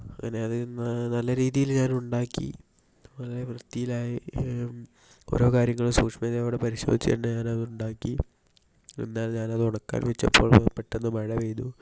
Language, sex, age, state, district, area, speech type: Malayalam, male, 18-30, Kerala, Kozhikode, rural, spontaneous